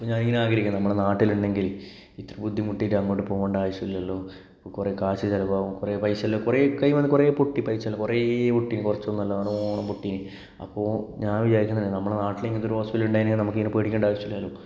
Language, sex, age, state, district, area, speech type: Malayalam, male, 18-30, Kerala, Kasaragod, rural, spontaneous